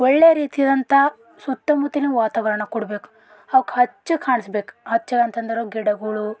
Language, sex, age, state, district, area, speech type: Kannada, female, 30-45, Karnataka, Bidar, rural, spontaneous